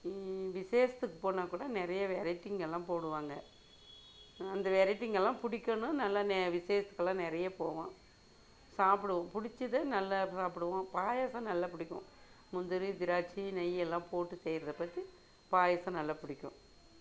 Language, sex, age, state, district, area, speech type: Tamil, female, 60+, Tamil Nadu, Dharmapuri, rural, spontaneous